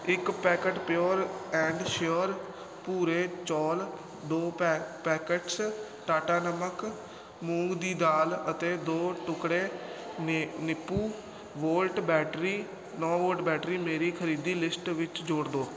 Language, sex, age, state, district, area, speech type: Punjabi, male, 18-30, Punjab, Gurdaspur, urban, read